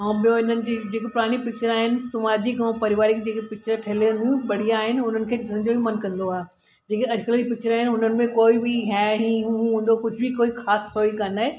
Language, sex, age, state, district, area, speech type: Sindhi, female, 60+, Delhi, South Delhi, urban, spontaneous